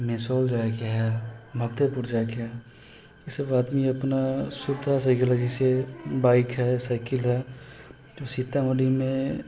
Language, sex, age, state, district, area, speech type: Maithili, male, 18-30, Bihar, Sitamarhi, rural, spontaneous